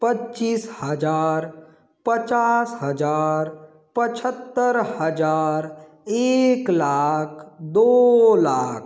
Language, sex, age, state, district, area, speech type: Hindi, male, 18-30, Madhya Pradesh, Balaghat, rural, spontaneous